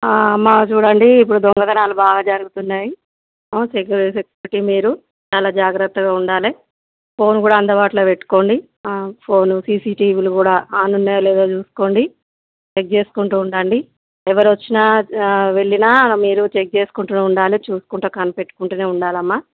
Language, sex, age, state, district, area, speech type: Telugu, female, 30-45, Telangana, Jagtial, rural, conversation